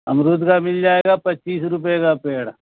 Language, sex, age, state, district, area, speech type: Urdu, male, 60+, Bihar, Supaul, rural, conversation